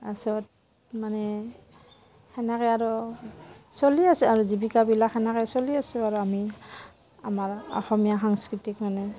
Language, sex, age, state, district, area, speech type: Assamese, female, 45-60, Assam, Barpeta, rural, spontaneous